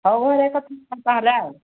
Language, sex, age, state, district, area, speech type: Odia, female, 60+, Odisha, Angul, rural, conversation